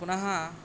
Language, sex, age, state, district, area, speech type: Sanskrit, male, 18-30, Karnataka, Yadgir, urban, spontaneous